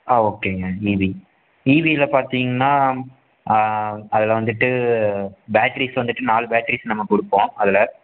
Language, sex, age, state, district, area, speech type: Tamil, male, 18-30, Tamil Nadu, Erode, urban, conversation